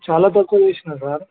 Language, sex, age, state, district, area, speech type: Telugu, male, 30-45, Telangana, Vikarabad, urban, conversation